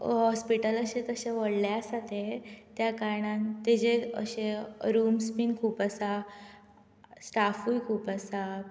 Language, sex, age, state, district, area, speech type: Goan Konkani, female, 18-30, Goa, Bardez, rural, spontaneous